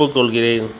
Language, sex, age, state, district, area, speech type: Tamil, male, 30-45, Tamil Nadu, Ariyalur, rural, read